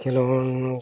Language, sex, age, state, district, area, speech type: Santali, male, 45-60, Odisha, Mayurbhanj, rural, spontaneous